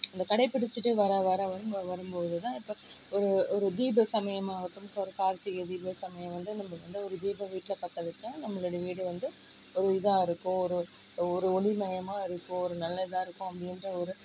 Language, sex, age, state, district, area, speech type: Tamil, female, 30-45, Tamil Nadu, Coimbatore, rural, spontaneous